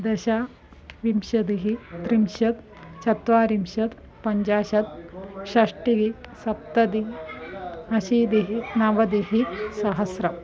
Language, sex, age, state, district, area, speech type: Sanskrit, female, 30-45, Kerala, Thiruvananthapuram, urban, spontaneous